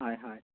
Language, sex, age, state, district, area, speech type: Assamese, male, 30-45, Assam, Majuli, urban, conversation